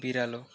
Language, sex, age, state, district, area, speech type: Nepali, male, 18-30, West Bengal, Alipurduar, urban, read